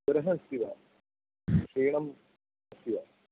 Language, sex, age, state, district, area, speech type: Sanskrit, male, 18-30, Kerala, Ernakulam, rural, conversation